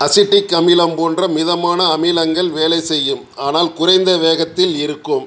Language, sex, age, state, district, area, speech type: Tamil, male, 60+, Tamil Nadu, Tiruchirappalli, urban, read